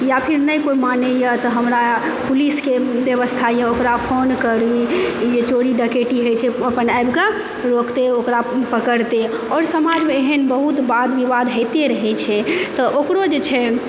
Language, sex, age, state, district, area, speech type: Maithili, female, 30-45, Bihar, Supaul, rural, spontaneous